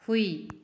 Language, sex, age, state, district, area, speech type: Manipuri, female, 30-45, Manipur, Tengnoupal, rural, read